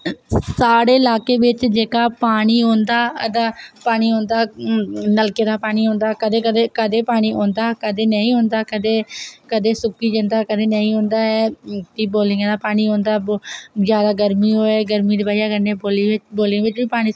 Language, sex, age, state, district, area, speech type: Dogri, female, 18-30, Jammu and Kashmir, Reasi, rural, spontaneous